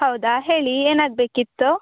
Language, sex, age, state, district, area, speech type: Kannada, female, 18-30, Karnataka, Udupi, rural, conversation